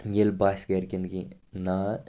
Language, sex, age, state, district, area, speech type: Kashmiri, male, 18-30, Jammu and Kashmir, Kupwara, rural, spontaneous